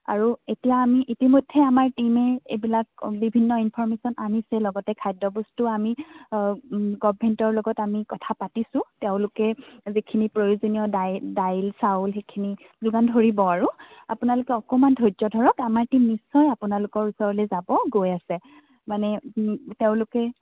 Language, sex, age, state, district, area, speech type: Assamese, female, 18-30, Assam, Morigaon, rural, conversation